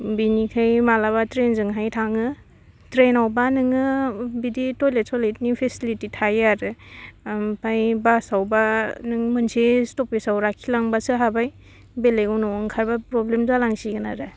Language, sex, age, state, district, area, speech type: Bodo, female, 18-30, Assam, Udalguri, urban, spontaneous